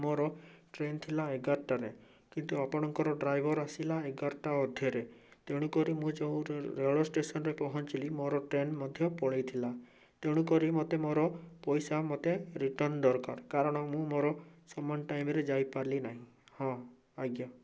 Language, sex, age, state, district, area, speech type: Odia, male, 18-30, Odisha, Bhadrak, rural, spontaneous